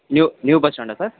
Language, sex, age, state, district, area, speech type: Kannada, male, 18-30, Karnataka, Kolar, rural, conversation